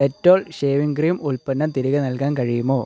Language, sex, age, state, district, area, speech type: Malayalam, male, 18-30, Kerala, Kottayam, rural, read